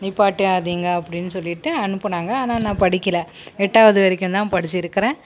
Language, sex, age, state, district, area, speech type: Tamil, female, 45-60, Tamil Nadu, Krishnagiri, rural, spontaneous